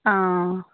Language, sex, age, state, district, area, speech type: Assamese, female, 30-45, Assam, Charaideo, rural, conversation